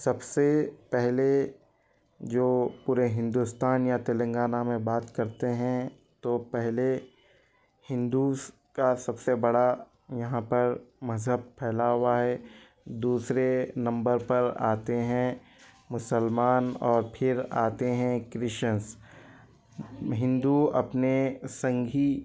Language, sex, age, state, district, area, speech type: Urdu, male, 30-45, Telangana, Hyderabad, urban, spontaneous